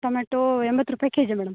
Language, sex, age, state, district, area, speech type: Kannada, female, 18-30, Karnataka, Uttara Kannada, rural, conversation